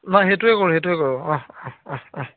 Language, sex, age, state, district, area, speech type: Assamese, male, 30-45, Assam, Golaghat, urban, conversation